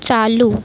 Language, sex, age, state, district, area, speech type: Marathi, female, 30-45, Maharashtra, Nagpur, urban, read